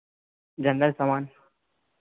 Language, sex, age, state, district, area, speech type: Hindi, male, 30-45, Madhya Pradesh, Harda, urban, conversation